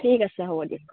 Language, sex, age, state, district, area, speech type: Assamese, female, 18-30, Assam, Dibrugarh, rural, conversation